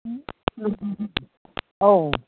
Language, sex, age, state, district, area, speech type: Bodo, female, 60+, Assam, Chirang, rural, conversation